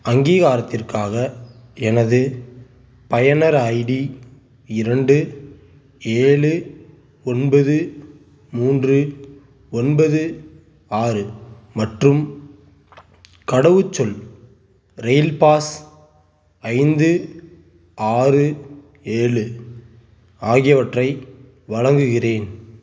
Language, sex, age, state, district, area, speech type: Tamil, male, 18-30, Tamil Nadu, Tiruchirappalli, rural, read